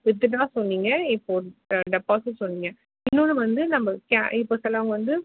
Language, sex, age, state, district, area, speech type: Tamil, female, 30-45, Tamil Nadu, Chennai, urban, conversation